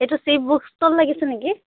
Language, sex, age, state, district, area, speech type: Assamese, female, 18-30, Assam, Charaideo, urban, conversation